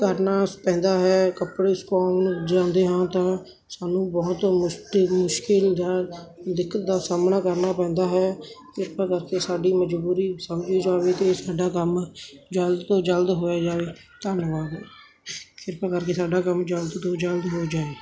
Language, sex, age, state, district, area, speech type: Punjabi, male, 30-45, Punjab, Barnala, rural, spontaneous